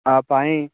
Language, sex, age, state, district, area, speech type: Urdu, male, 45-60, Uttar Pradesh, Lucknow, rural, conversation